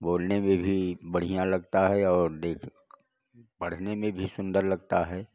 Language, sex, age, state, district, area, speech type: Hindi, male, 60+, Uttar Pradesh, Prayagraj, rural, spontaneous